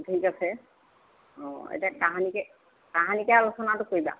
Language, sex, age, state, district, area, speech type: Assamese, female, 60+, Assam, Golaghat, urban, conversation